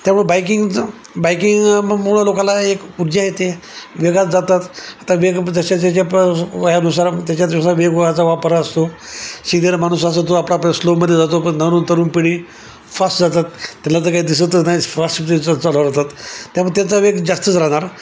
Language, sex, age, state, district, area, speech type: Marathi, male, 60+, Maharashtra, Nanded, rural, spontaneous